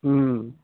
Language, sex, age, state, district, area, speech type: Telugu, male, 60+, Andhra Pradesh, Guntur, urban, conversation